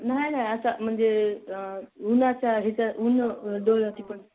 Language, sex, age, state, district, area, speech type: Marathi, male, 18-30, Maharashtra, Nanded, rural, conversation